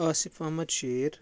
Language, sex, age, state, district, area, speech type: Kashmiri, male, 18-30, Jammu and Kashmir, Kulgam, rural, spontaneous